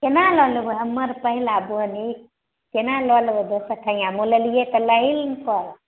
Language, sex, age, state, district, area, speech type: Maithili, female, 18-30, Bihar, Samastipur, rural, conversation